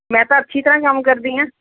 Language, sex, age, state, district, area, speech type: Punjabi, female, 45-60, Punjab, Ludhiana, urban, conversation